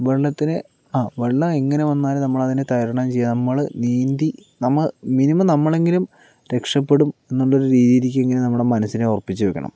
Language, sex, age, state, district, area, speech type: Malayalam, male, 60+, Kerala, Palakkad, rural, spontaneous